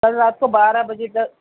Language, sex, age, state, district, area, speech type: Urdu, female, 45-60, Delhi, South Delhi, urban, conversation